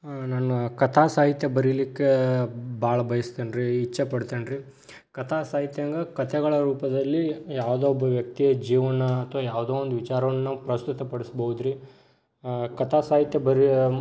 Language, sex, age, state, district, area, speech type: Kannada, male, 18-30, Karnataka, Dharwad, urban, spontaneous